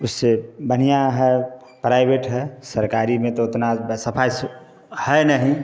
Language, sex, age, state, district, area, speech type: Hindi, male, 45-60, Bihar, Samastipur, urban, spontaneous